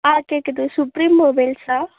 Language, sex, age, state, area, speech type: Tamil, female, 18-30, Tamil Nadu, urban, conversation